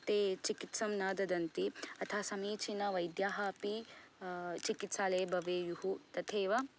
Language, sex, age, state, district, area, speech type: Sanskrit, female, 18-30, Karnataka, Belgaum, urban, spontaneous